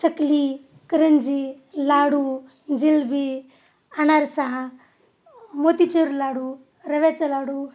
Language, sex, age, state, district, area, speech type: Marathi, female, 30-45, Maharashtra, Osmanabad, rural, spontaneous